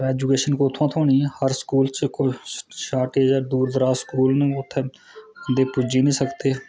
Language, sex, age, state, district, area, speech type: Dogri, male, 30-45, Jammu and Kashmir, Udhampur, rural, spontaneous